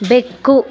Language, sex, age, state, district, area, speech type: Kannada, female, 30-45, Karnataka, Mandya, rural, read